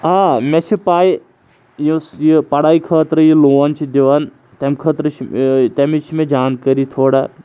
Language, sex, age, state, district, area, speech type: Kashmiri, male, 18-30, Jammu and Kashmir, Kulgam, urban, spontaneous